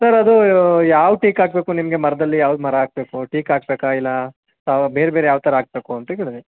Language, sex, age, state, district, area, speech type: Kannada, male, 18-30, Karnataka, Mandya, urban, conversation